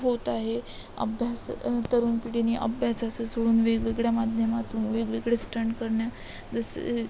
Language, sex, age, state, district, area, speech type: Marathi, female, 18-30, Maharashtra, Amravati, rural, spontaneous